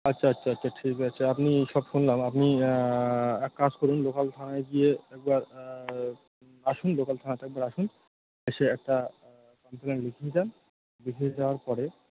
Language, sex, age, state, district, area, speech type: Bengali, male, 30-45, West Bengal, Birbhum, urban, conversation